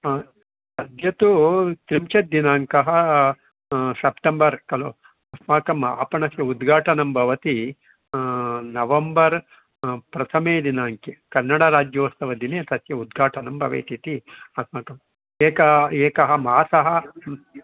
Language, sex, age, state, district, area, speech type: Sanskrit, male, 60+, Karnataka, Bangalore Urban, urban, conversation